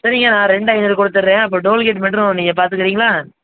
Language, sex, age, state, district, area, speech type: Tamil, male, 18-30, Tamil Nadu, Madurai, rural, conversation